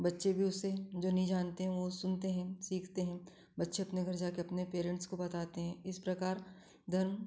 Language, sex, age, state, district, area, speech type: Hindi, female, 45-60, Madhya Pradesh, Ujjain, rural, spontaneous